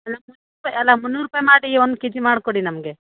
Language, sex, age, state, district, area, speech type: Kannada, female, 30-45, Karnataka, Uttara Kannada, rural, conversation